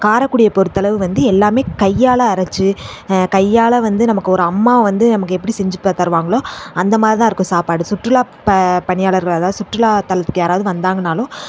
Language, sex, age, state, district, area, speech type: Tamil, female, 18-30, Tamil Nadu, Sivaganga, rural, spontaneous